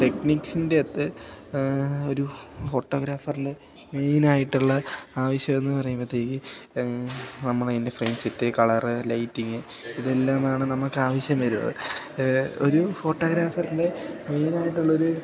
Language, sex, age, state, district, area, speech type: Malayalam, male, 18-30, Kerala, Idukki, rural, spontaneous